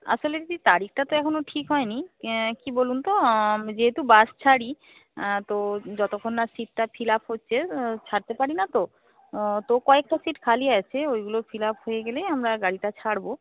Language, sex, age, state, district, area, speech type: Bengali, female, 45-60, West Bengal, Paschim Medinipur, rural, conversation